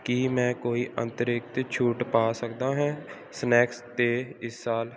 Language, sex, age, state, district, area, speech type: Punjabi, male, 18-30, Punjab, Gurdaspur, rural, read